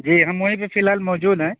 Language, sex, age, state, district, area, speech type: Urdu, male, 30-45, Uttar Pradesh, Balrampur, rural, conversation